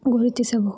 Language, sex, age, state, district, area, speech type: Kannada, female, 30-45, Karnataka, Tumkur, rural, spontaneous